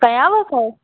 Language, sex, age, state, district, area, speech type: Sindhi, female, 18-30, Madhya Pradesh, Katni, urban, conversation